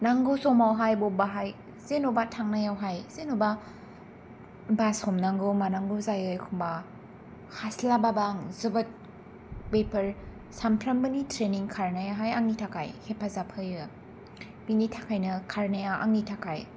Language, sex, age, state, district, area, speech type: Bodo, female, 18-30, Assam, Kokrajhar, urban, spontaneous